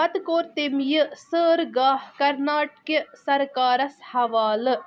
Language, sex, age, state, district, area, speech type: Kashmiri, male, 18-30, Jammu and Kashmir, Budgam, rural, read